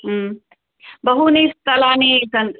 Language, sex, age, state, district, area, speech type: Sanskrit, female, 45-60, Tamil Nadu, Chennai, urban, conversation